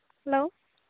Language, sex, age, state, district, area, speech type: Santali, female, 18-30, West Bengal, Jhargram, rural, conversation